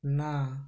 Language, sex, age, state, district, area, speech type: Bengali, male, 45-60, West Bengal, North 24 Parganas, rural, read